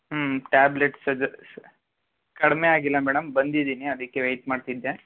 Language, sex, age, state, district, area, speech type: Kannada, male, 18-30, Karnataka, Tumkur, rural, conversation